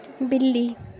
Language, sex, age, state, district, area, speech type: Dogri, female, 18-30, Jammu and Kashmir, Kathua, rural, read